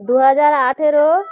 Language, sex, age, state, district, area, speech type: Bengali, female, 30-45, West Bengal, Dakshin Dinajpur, urban, read